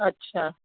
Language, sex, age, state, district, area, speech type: Punjabi, female, 45-60, Punjab, Jalandhar, urban, conversation